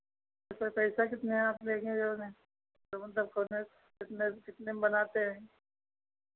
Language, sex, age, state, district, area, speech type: Hindi, female, 45-60, Uttar Pradesh, Lucknow, rural, conversation